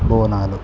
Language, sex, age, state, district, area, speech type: Telugu, male, 18-30, Telangana, Hanamkonda, urban, spontaneous